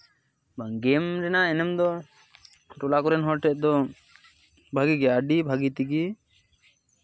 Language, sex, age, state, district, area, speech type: Santali, male, 18-30, West Bengal, Purba Bardhaman, rural, spontaneous